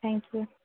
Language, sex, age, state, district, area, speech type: Bengali, female, 18-30, West Bengal, Purulia, urban, conversation